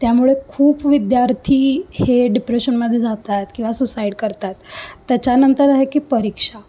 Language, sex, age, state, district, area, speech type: Marathi, female, 18-30, Maharashtra, Sangli, urban, spontaneous